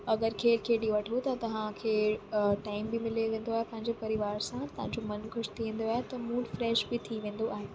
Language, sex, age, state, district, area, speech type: Sindhi, female, 18-30, Uttar Pradesh, Lucknow, rural, spontaneous